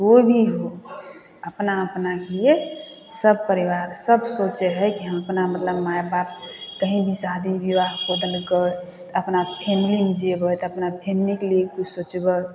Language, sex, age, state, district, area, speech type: Maithili, female, 30-45, Bihar, Samastipur, rural, spontaneous